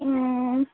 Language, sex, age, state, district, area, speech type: Telugu, female, 18-30, Telangana, Warangal, rural, conversation